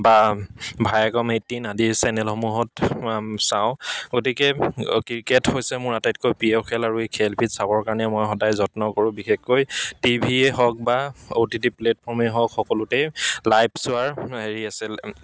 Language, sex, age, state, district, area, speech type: Assamese, male, 30-45, Assam, Dibrugarh, rural, spontaneous